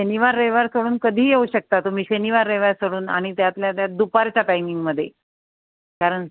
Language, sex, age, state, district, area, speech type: Marathi, female, 45-60, Maharashtra, Nanded, urban, conversation